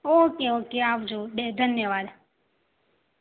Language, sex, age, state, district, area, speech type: Gujarati, female, 45-60, Gujarat, Mehsana, rural, conversation